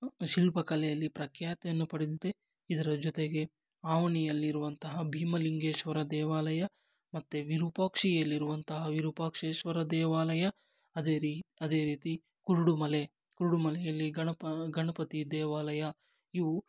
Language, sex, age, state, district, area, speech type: Kannada, male, 18-30, Karnataka, Kolar, rural, spontaneous